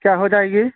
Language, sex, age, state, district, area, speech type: Urdu, male, 18-30, Bihar, Saharsa, rural, conversation